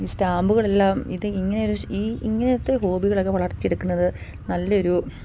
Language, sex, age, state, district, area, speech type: Malayalam, female, 45-60, Kerala, Idukki, rural, spontaneous